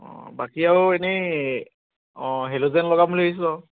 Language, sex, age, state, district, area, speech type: Assamese, male, 18-30, Assam, Dibrugarh, urban, conversation